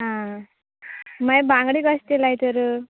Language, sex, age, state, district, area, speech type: Goan Konkani, female, 18-30, Goa, Canacona, rural, conversation